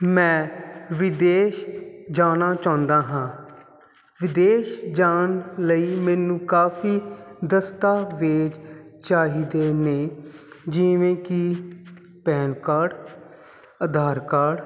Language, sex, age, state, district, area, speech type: Punjabi, male, 30-45, Punjab, Jalandhar, urban, spontaneous